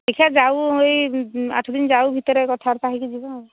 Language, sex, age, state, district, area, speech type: Odia, female, 45-60, Odisha, Angul, rural, conversation